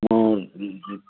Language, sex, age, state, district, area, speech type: Nepali, male, 45-60, West Bengal, Jalpaiguri, rural, conversation